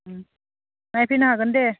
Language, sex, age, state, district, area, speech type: Bodo, female, 18-30, Assam, Udalguri, urban, conversation